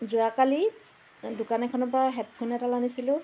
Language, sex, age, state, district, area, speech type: Assamese, female, 45-60, Assam, Dibrugarh, rural, spontaneous